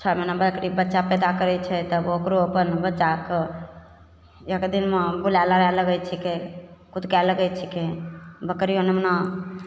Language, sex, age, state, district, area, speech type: Maithili, female, 30-45, Bihar, Begusarai, rural, spontaneous